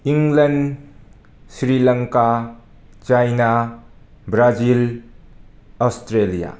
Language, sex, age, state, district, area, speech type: Manipuri, male, 45-60, Manipur, Imphal West, urban, spontaneous